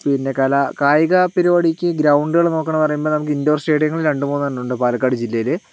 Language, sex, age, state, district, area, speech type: Malayalam, male, 18-30, Kerala, Palakkad, rural, spontaneous